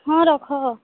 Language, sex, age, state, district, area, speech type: Odia, female, 30-45, Odisha, Sambalpur, rural, conversation